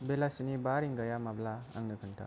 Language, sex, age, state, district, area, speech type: Bodo, male, 18-30, Assam, Kokrajhar, rural, read